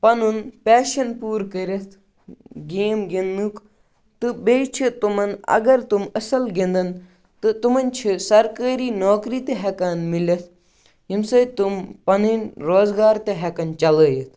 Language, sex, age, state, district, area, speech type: Kashmiri, male, 18-30, Jammu and Kashmir, Baramulla, rural, spontaneous